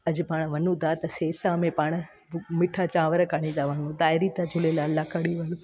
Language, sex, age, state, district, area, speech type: Sindhi, female, 18-30, Gujarat, Junagadh, rural, spontaneous